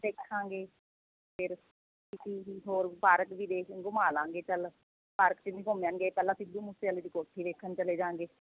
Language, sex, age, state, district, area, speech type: Punjabi, female, 30-45, Punjab, Mansa, urban, conversation